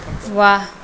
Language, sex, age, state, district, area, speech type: Maithili, female, 45-60, Bihar, Saharsa, rural, read